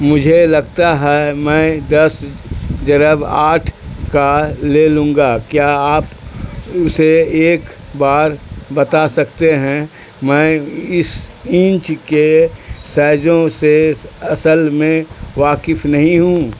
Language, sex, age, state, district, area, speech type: Urdu, male, 60+, Bihar, Supaul, rural, read